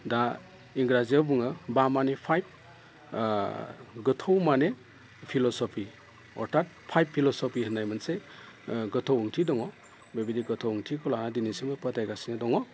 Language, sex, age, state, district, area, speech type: Bodo, male, 30-45, Assam, Udalguri, rural, spontaneous